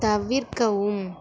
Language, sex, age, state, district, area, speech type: Tamil, female, 30-45, Tamil Nadu, Nagapattinam, rural, read